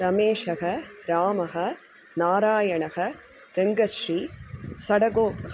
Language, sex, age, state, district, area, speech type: Sanskrit, female, 45-60, Tamil Nadu, Tiruchirappalli, urban, spontaneous